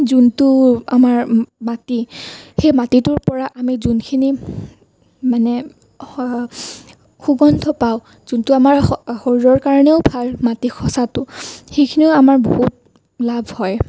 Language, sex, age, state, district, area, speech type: Assamese, female, 18-30, Assam, Nalbari, rural, spontaneous